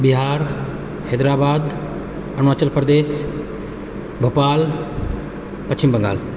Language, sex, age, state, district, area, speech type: Maithili, male, 30-45, Bihar, Purnia, rural, spontaneous